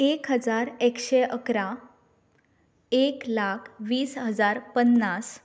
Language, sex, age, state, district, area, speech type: Goan Konkani, female, 18-30, Goa, Canacona, rural, spontaneous